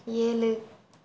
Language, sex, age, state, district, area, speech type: Tamil, female, 18-30, Tamil Nadu, Erode, rural, read